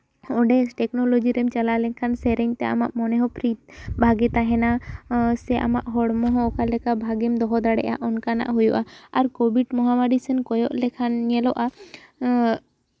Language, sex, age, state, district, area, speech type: Santali, female, 18-30, West Bengal, Jhargram, rural, spontaneous